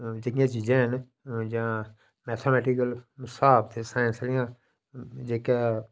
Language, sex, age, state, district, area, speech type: Dogri, male, 45-60, Jammu and Kashmir, Udhampur, rural, spontaneous